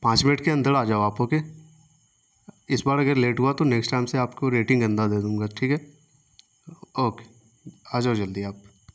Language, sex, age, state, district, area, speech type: Urdu, male, 18-30, Bihar, Saharsa, urban, spontaneous